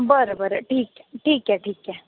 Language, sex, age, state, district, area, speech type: Marathi, female, 18-30, Maharashtra, Akola, urban, conversation